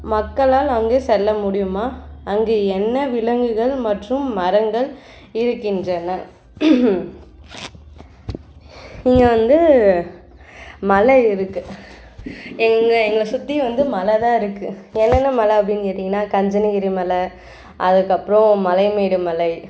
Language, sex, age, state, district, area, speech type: Tamil, female, 18-30, Tamil Nadu, Ranipet, urban, spontaneous